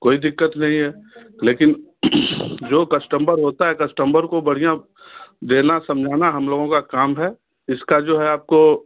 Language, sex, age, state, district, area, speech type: Hindi, male, 60+, Bihar, Darbhanga, urban, conversation